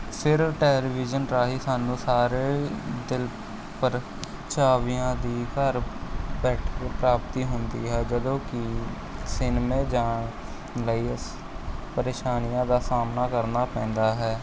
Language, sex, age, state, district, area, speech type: Punjabi, male, 18-30, Punjab, Rupnagar, urban, spontaneous